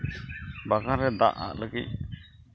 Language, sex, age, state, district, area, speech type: Santali, male, 45-60, West Bengal, Uttar Dinajpur, rural, spontaneous